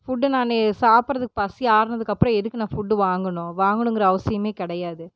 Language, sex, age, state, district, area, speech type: Tamil, female, 30-45, Tamil Nadu, Erode, rural, spontaneous